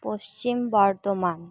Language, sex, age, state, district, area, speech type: Santali, female, 18-30, West Bengal, Paschim Bardhaman, rural, spontaneous